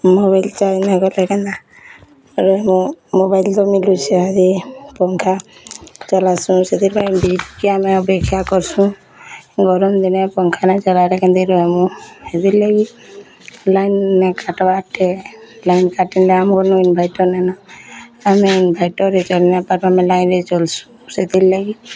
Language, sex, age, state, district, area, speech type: Odia, female, 30-45, Odisha, Bargarh, urban, spontaneous